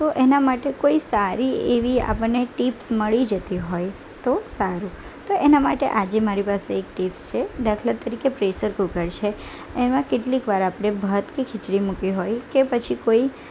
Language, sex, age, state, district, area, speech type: Gujarati, female, 18-30, Gujarat, Anand, urban, spontaneous